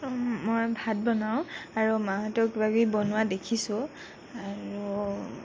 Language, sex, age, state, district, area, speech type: Assamese, female, 18-30, Assam, Nagaon, rural, spontaneous